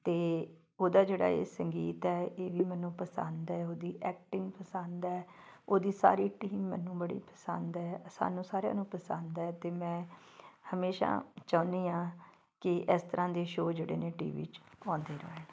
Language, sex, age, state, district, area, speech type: Punjabi, female, 45-60, Punjab, Fatehgarh Sahib, urban, spontaneous